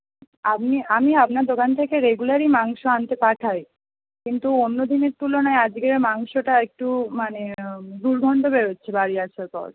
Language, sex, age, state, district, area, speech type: Bengali, female, 18-30, West Bengal, Howrah, urban, conversation